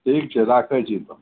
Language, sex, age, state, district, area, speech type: Maithili, male, 45-60, Bihar, Araria, rural, conversation